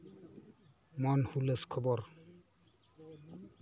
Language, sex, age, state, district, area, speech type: Santali, male, 45-60, West Bengal, Bankura, rural, read